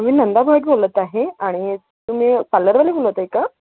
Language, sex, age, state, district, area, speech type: Marathi, female, 30-45, Maharashtra, Wardha, urban, conversation